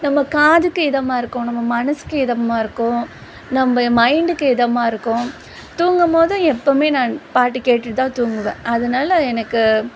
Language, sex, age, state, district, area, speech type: Tamil, female, 30-45, Tamil Nadu, Tiruvallur, urban, spontaneous